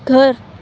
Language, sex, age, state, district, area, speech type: Urdu, female, 30-45, Uttar Pradesh, Aligarh, rural, read